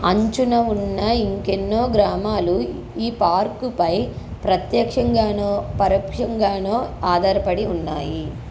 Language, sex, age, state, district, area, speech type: Telugu, female, 45-60, Andhra Pradesh, N T Rama Rao, urban, read